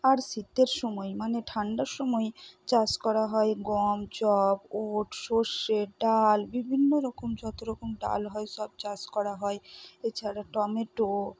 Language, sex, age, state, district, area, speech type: Bengali, female, 18-30, West Bengal, Purba Bardhaman, urban, spontaneous